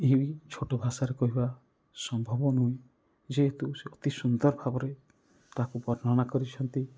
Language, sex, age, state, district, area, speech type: Odia, male, 30-45, Odisha, Rayagada, rural, spontaneous